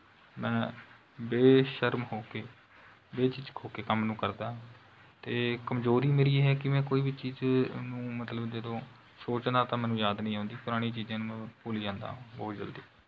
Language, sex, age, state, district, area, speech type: Punjabi, male, 18-30, Punjab, Rupnagar, rural, spontaneous